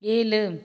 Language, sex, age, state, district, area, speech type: Tamil, female, 30-45, Tamil Nadu, Viluppuram, urban, read